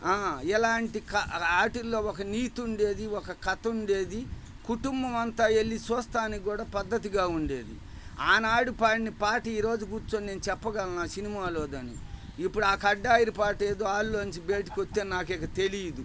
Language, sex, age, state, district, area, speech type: Telugu, male, 60+, Andhra Pradesh, Bapatla, urban, spontaneous